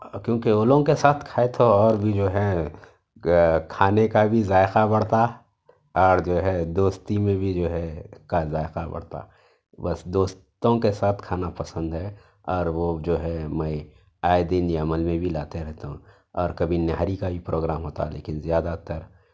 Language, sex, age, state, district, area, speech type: Urdu, male, 30-45, Telangana, Hyderabad, urban, spontaneous